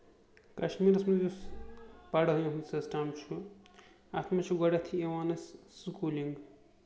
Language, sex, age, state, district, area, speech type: Kashmiri, male, 30-45, Jammu and Kashmir, Bandipora, urban, spontaneous